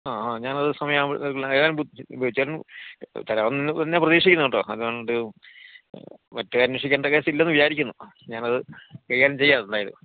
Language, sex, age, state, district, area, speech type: Malayalam, male, 60+, Kerala, Idukki, rural, conversation